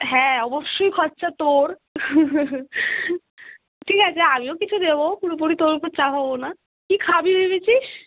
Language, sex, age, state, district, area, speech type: Bengali, female, 18-30, West Bengal, Kolkata, urban, conversation